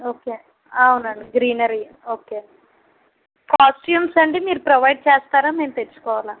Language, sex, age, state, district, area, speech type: Telugu, female, 30-45, Andhra Pradesh, N T Rama Rao, rural, conversation